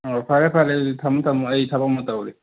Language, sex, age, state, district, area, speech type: Manipuri, male, 18-30, Manipur, Bishnupur, rural, conversation